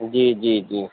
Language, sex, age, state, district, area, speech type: Urdu, male, 60+, Bihar, Madhubani, urban, conversation